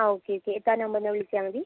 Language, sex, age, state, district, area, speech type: Malayalam, female, 30-45, Kerala, Kozhikode, urban, conversation